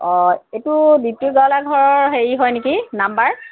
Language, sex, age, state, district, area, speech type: Assamese, female, 45-60, Assam, Dibrugarh, rural, conversation